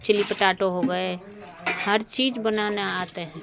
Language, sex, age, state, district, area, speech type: Hindi, female, 45-60, Bihar, Darbhanga, rural, spontaneous